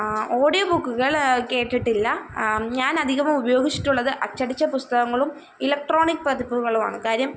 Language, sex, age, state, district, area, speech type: Malayalam, female, 18-30, Kerala, Kollam, rural, spontaneous